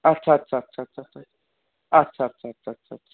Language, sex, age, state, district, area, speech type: Bengali, male, 18-30, West Bengal, Darjeeling, rural, conversation